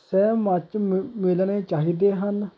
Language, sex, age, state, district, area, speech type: Punjabi, male, 18-30, Punjab, Hoshiarpur, rural, spontaneous